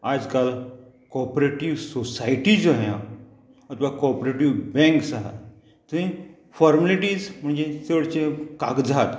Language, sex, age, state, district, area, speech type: Goan Konkani, male, 45-60, Goa, Murmgao, rural, spontaneous